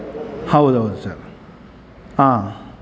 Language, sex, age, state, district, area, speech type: Kannada, male, 45-60, Karnataka, Kolar, rural, spontaneous